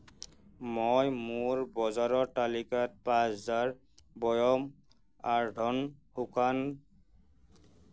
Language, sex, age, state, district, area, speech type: Assamese, male, 30-45, Assam, Nagaon, rural, read